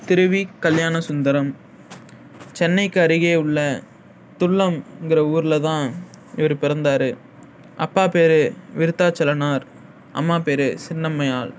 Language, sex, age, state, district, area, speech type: Tamil, male, 45-60, Tamil Nadu, Ariyalur, rural, spontaneous